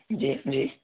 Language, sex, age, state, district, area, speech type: Hindi, male, 18-30, Madhya Pradesh, Jabalpur, urban, conversation